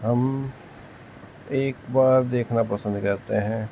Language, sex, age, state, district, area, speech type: Urdu, male, 45-60, Uttar Pradesh, Muzaffarnagar, urban, spontaneous